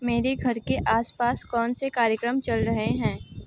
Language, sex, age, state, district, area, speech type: Hindi, female, 18-30, Uttar Pradesh, Bhadohi, rural, read